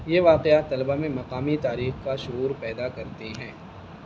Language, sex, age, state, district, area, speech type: Urdu, male, 30-45, Uttar Pradesh, Azamgarh, rural, spontaneous